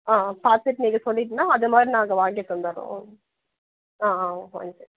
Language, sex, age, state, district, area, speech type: Tamil, female, 30-45, Tamil Nadu, Salem, rural, conversation